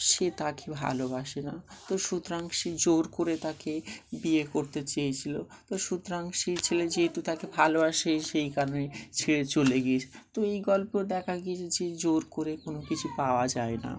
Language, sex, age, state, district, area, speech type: Bengali, male, 18-30, West Bengal, Dakshin Dinajpur, urban, spontaneous